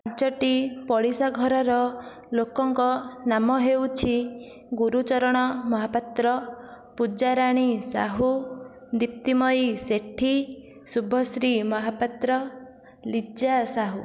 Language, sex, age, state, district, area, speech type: Odia, female, 18-30, Odisha, Nayagarh, rural, spontaneous